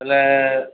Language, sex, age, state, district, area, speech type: Odia, male, 45-60, Odisha, Nuapada, urban, conversation